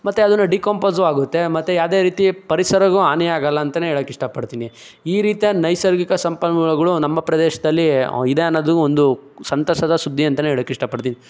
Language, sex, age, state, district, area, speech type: Kannada, male, 18-30, Karnataka, Chikkaballapur, rural, spontaneous